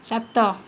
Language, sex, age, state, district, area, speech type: Odia, female, 30-45, Odisha, Rayagada, rural, read